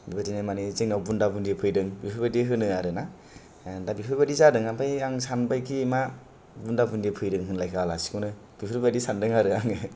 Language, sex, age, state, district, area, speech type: Bodo, male, 18-30, Assam, Kokrajhar, rural, spontaneous